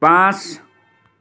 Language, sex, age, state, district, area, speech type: Assamese, male, 45-60, Assam, Dhemaji, urban, read